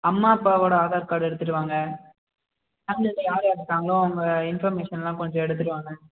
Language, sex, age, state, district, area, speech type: Tamil, male, 18-30, Tamil Nadu, Tiruvannamalai, urban, conversation